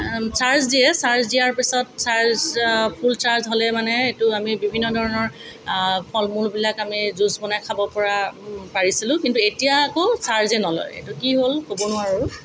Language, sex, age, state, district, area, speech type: Assamese, female, 45-60, Assam, Tinsukia, rural, spontaneous